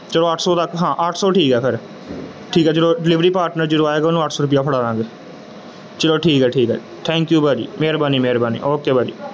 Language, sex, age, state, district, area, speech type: Punjabi, male, 18-30, Punjab, Gurdaspur, urban, spontaneous